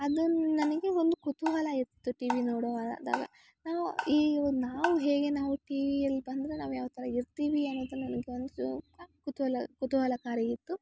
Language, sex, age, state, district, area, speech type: Kannada, female, 18-30, Karnataka, Chikkamagaluru, urban, spontaneous